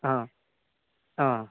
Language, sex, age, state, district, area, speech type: Goan Konkani, male, 30-45, Goa, Canacona, rural, conversation